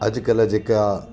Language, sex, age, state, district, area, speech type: Sindhi, male, 45-60, Delhi, South Delhi, rural, spontaneous